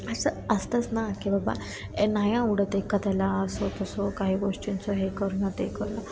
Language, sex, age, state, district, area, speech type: Marathi, female, 18-30, Maharashtra, Satara, rural, spontaneous